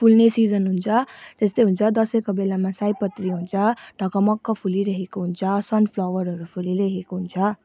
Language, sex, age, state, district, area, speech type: Nepali, female, 30-45, West Bengal, Darjeeling, rural, spontaneous